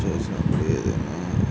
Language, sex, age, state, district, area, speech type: Telugu, male, 18-30, Andhra Pradesh, N T Rama Rao, urban, spontaneous